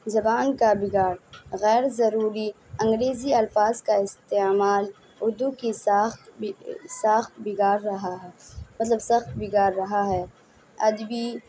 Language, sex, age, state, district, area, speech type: Urdu, female, 18-30, Bihar, Madhubani, urban, spontaneous